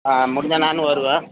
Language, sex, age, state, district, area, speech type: Tamil, male, 30-45, Tamil Nadu, Thanjavur, rural, conversation